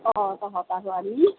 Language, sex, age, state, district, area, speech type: Assamese, female, 45-60, Assam, Darrang, rural, conversation